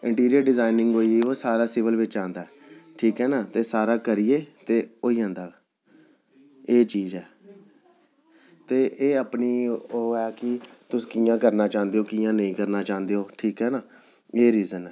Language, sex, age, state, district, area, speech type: Dogri, male, 30-45, Jammu and Kashmir, Jammu, urban, spontaneous